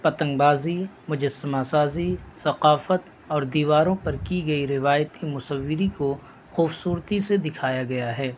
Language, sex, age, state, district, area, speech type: Urdu, male, 18-30, Delhi, North East Delhi, rural, spontaneous